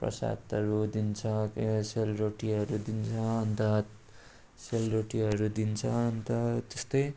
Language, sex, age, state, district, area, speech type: Nepali, male, 18-30, West Bengal, Darjeeling, rural, spontaneous